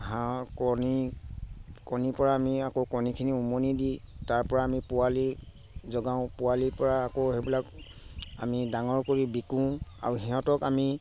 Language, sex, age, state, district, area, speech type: Assamese, male, 30-45, Assam, Sivasagar, rural, spontaneous